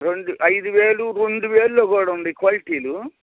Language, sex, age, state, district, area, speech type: Telugu, male, 60+, Andhra Pradesh, Bapatla, urban, conversation